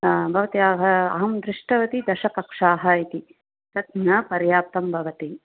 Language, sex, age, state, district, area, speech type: Sanskrit, female, 45-60, Tamil Nadu, Thanjavur, urban, conversation